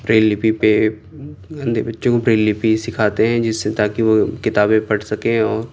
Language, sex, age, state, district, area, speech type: Urdu, male, 30-45, Delhi, South Delhi, urban, spontaneous